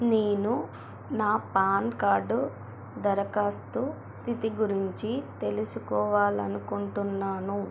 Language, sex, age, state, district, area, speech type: Telugu, female, 18-30, Andhra Pradesh, Nellore, urban, read